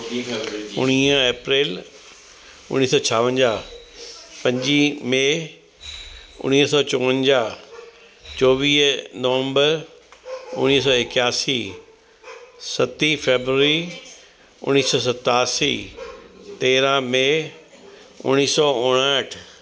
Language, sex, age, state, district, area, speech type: Sindhi, male, 60+, Delhi, South Delhi, urban, spontaneous